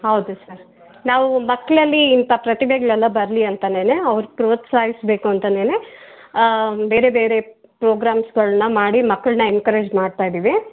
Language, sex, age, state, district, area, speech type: Kannada, female, 45-60, Karnataka, Chikkaballapur, rural, conversation